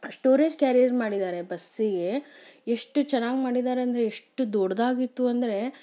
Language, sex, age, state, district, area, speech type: Kannada, female, 30-45, Karnataka, Chikkaballapur, rural, spontaneous